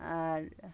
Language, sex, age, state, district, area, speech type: Bengali, female, 45-60, West Bengal, Birbhum, urban, spontaneous